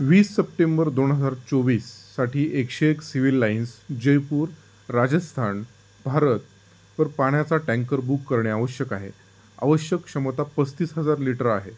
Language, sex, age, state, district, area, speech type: Marathi, male, 30-45, Maharashtra, Ahmednagar, rural, read